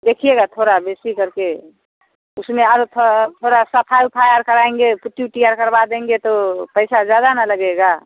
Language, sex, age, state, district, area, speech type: Hindi, female, 45-60, Bihar, Samastipur, rural, conversation